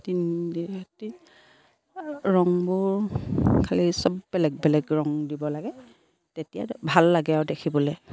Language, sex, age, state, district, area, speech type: Assamese, female, 30-45, Assam, Sivasagar, rural, spontaneous